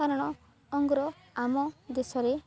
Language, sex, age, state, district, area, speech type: Odia, female, 18-30, Odisha, Balangir, urban, spontaneous